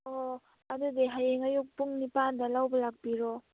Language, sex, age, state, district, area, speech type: Manipuri, female, 18-30, Manipur, Churachandpur, rural, conversation